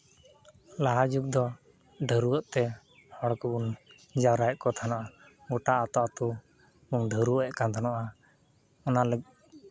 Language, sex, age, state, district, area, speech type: Santali, male, 30-45, West Bengal, Uttar Dinajpur, rural, spontaneous